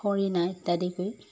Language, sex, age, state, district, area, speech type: Assamese, female, 45-60, Assam, Jorhat, urban, spontaneous